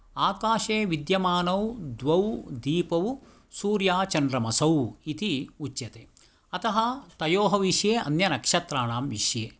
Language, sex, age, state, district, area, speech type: Sanskrit, male, 60+, Karnataka, Tumkur, urban, spontaneous